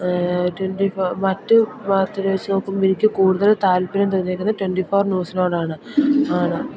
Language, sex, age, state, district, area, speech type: Malayalam, female, 18-30, Kerala, Idukki, rural, spontaneous